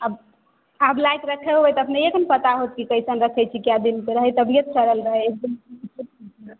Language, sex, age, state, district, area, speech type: Maithili, female, 18-30, Bihar, Begusarai, urban, conversation